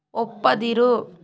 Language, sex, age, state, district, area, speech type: Kannada, female, 18-30, Karnataka, Tumkur, rural, read